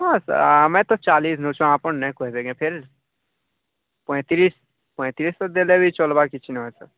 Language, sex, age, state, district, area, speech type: Odia, male, 45-60, Odisha, Nuapada, urban, conversation